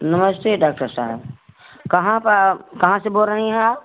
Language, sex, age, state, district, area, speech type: Hindi, female, 60+, Uttar Pradesh, Chandauli, rural, conversation